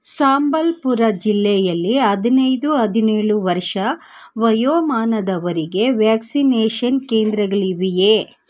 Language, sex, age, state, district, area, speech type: Kannada, female, 45-60, Karnataka, Kolar, urban, read